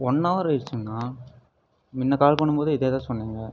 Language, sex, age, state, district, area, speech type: Tamil, male, 18-30, Tamil Nadu, Erode, rural, spontaneous